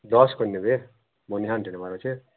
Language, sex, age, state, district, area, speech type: Odia, male, 30-45, Odisha, Bargarh, urban, conversation